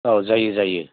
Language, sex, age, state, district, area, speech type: Bodo, male, 45-60, Assam, Chirang, rural, conversation